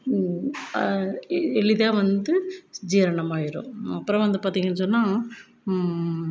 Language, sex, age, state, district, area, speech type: Tamil, female, 45-60, Tamil Nadu, Tiruppur, rural, spontaneous